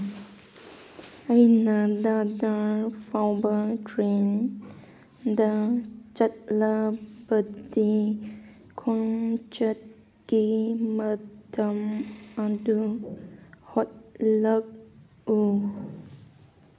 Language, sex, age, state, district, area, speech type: Manipuri, female, 18-30, Manipur, Kangpokpi, urban, read